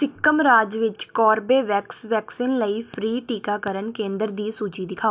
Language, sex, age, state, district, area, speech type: Punjabi, female, 18-30, Punjab, Tarn Taran, urban, read